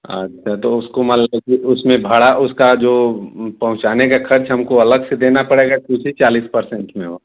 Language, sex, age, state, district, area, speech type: Hindi, male, 45-60, Uttar Pradesh, Mau, urban, conversation